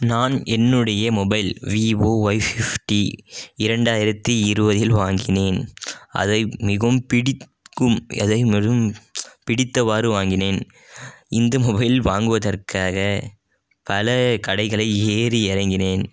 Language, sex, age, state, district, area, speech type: Tamil, male, 18-30, Tamil Nadu, Dharmapuri, urban, spontaneous